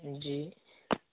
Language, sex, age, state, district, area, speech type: Hindi, male, 18-30, Uttar Pradesh, Chandauli, rural, conversation